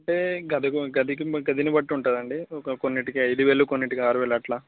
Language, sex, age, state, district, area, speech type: Telugu, male, 18-30, Telangana, Khammam, urban, conversation